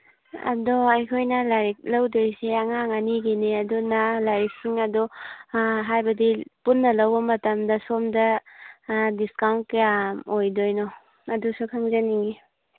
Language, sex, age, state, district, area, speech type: Manipuri, female, 30-45, Manipur, Churachandpur, urban, conversation